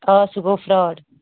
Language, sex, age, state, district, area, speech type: Kashmiri, female, 18-30, Jammu and Kashmir, Anantnag, rural, conversation